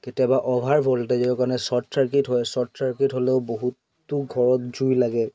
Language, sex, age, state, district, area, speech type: Assamese, male, 30-45, Assam, Charaideo, urban, spontaneous